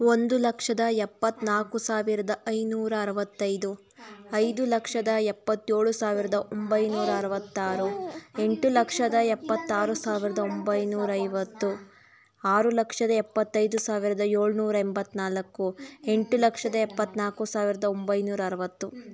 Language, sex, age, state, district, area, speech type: Kannada, female, 30-45, Karnataka, Tumkur, rural, spontaneous